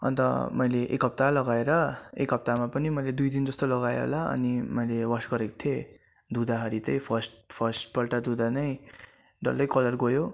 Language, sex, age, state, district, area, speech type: Nepali, male, 18-30, West Bengal, Darjeeling, rural, spontaneous